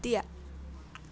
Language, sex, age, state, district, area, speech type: Assamese, female, 18-30, Assam, Sivasagar, rural, read